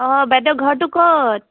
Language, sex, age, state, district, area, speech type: Assamese, female, 18-30, Assam, Dibrugarh, rural, conversation